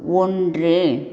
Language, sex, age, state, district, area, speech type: Tamil, female, 60+, Tamil Nadu, Tiruchirappalli, urban, read